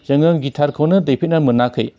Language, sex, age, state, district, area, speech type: Bodo, male, 45-60, Assam, Chirang, rural, spontaneous